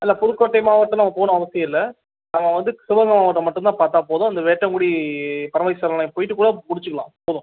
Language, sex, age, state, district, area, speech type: Tamil, male, 18-30, Tamil Nadu, Sivaganga, rural, conversation